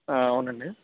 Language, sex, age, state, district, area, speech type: Telugu, male, 18-30, Telangana, Khammam, urban, conversation